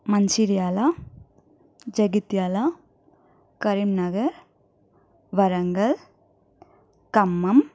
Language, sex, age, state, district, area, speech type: Telugu, female, 30-45, Telangana, Mancherial, rural, spontaneous